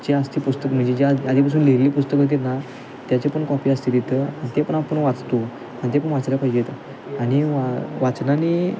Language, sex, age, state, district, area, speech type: Marathi, male, 18-30, Maharashtra, Sangli, urban, spontaneous